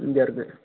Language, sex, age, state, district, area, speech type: Malayalam, male, 18-30, Kerala, Kozhikode, rural, conversation